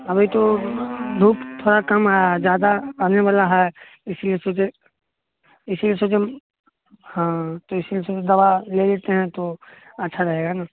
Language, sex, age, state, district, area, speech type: Maithili, male, 18-30, Bihar, Samastipur, rural, conversation